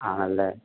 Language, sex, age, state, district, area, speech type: Malayalam, male, 18-30, Kerala, Idukki, rural, conversation